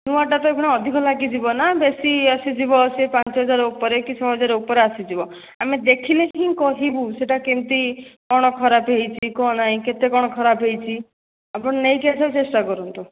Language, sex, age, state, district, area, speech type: Odia, female, 18-30, Odisha, Jajpur, rural, conversation